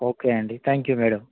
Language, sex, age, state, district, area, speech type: Telugu, male, 30-45, Telangana, Nizamabad, urban, conversation